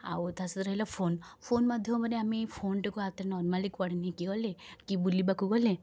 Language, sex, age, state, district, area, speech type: Odia, female, 18-30, Odisha, Puri, urban, spontaneous